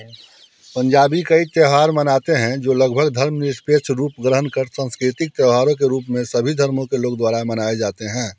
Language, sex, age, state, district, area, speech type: Hindi, male, 30-45, Bihar, Muzaffarpur, rural, read